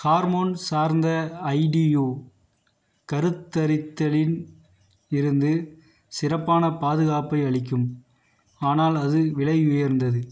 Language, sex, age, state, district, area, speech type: Tamil, male, 30-45, Tamil Nadu, Theni, rural, read